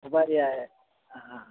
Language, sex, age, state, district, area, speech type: Marathi, male, 30-45, Maharashtra, Gadchiroli, rural, conversation